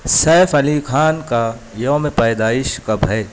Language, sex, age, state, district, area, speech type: Urdu, male, 45-60, Maharashtra, Nashik, urban, read